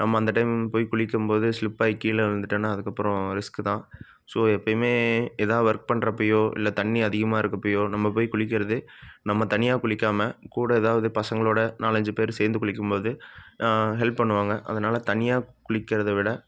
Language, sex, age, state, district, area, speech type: Tamil, male, 18-30, Tamil Nadu, Namakkal, rural, spontaneous